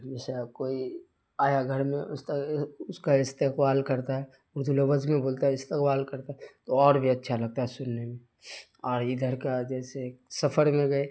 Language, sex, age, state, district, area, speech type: Urdu, male, 30-45, Bihar, Darbhanga, urban, spontaneous